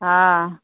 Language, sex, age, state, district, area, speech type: Maithili, female, 45-60, Bihar, Araria, rural, conversation